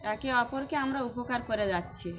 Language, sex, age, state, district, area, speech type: Bengali, female, 45-60, West Bengal, Birbhum, urban, spontaneous